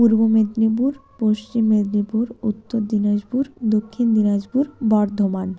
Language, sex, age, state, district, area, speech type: Bengali, female, 45-60, West Bengal, Purba Medinipur, rural, spontaneous